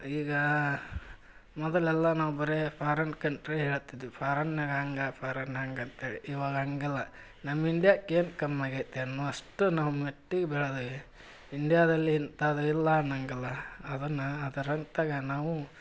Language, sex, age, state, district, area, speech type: Kannada, male, 45-60, Karnataka, Gadag, rural, spontaneous